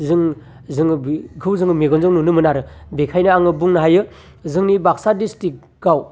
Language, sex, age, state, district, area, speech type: Bodo, male, 30-45, Assam, Baksa, urban, spontaneous